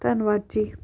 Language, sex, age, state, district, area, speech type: Punjabi, female, 18-30, Punjab, Amritsar, urban, spontaneous